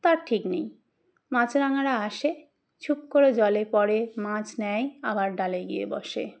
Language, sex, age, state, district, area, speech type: Bengali, female, 30-45, West Bengal, Dakshin Dinajpur, urban, spontaneous